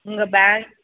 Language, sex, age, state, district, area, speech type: Tamil, female, 30-45, Tamil Nadu, Dharmapuri, rural, conversation